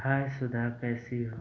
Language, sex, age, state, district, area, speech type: Hindi, male, 30-45, Uttar Pradesh, Mau, rural, read